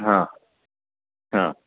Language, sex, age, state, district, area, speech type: Marathi, male, 60+, Maharashtra, Kolhapur, urban, conversation